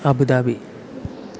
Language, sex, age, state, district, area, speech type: Malayalam, male, 18-30, Kerala, Palakkad, rural, spontaneous